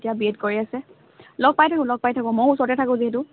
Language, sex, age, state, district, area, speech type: Assamese, female, 18-30, Assam, Dhemaji, urban, conversation